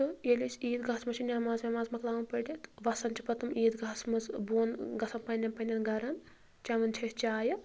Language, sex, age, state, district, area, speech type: Kashmiri, female, 18-30, Jammu and Kashmir, Anantnag, rural, spontaneous